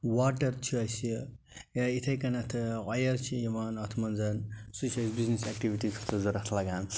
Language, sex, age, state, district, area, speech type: Kashmiri, male, 60+, Jammu and Kashmir, Baramulla, rural, spontaneous